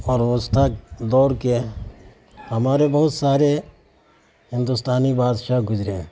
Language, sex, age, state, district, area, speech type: Urdu, male, 45-60, Bihar, Saharsa, rural, spontaneous